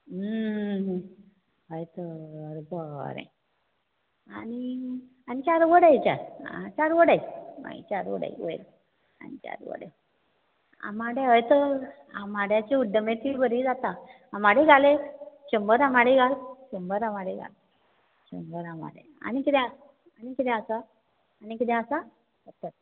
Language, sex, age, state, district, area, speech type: Goan Konkani, female, 60+, Goa, Bardez, rural, conversation